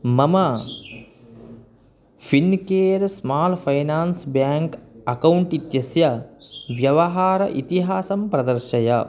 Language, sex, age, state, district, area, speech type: Sanskrit, male, 30-45, Karnataka, Uttara Kannada, rural, read